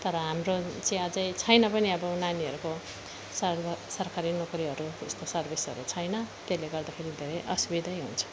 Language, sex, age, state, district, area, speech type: Nepali, female, 45-60, West Bengal, Alipurduar, urban, spontaneous